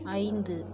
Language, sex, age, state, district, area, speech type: Tamil, female, 30-45, Tamil Nadu, Ariyalur, rural, read